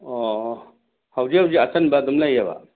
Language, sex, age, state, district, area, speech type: Manipuri, male, 60+, Manipur, Churachandpur, urban, conversation